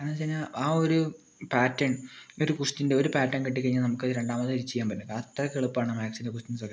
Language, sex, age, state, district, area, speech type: Malayalam, male, 18-30, Kerala, Wayanad, rural, spontaneous